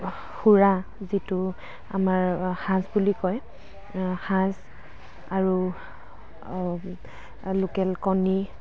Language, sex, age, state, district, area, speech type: Assamese, female, 18-30, Assam, Dhemaji, rural, spontaneous